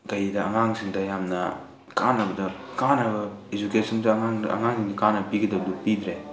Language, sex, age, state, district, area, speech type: Manipuri, male, 18-30, Manipur, Tengnoupal, rural, spontaneous